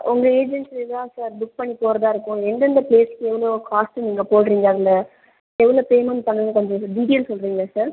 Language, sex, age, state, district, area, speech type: Tamil, female, 30-45, Tamil Nadu, Viluppuram, rural, conversation